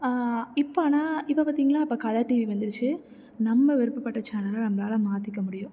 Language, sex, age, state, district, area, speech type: Tamil, female, 18-30, Tamil Nadu, Tiruchirappalli, rural, spontaneous